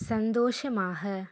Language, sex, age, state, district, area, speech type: Tamil, female, 30-45, Tamil Nadu, Ariyalur, rural, read